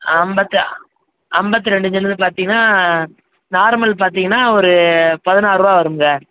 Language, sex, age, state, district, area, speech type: Tamil, male, 18-30, Tamil Nadu, Madurai, rural, conversation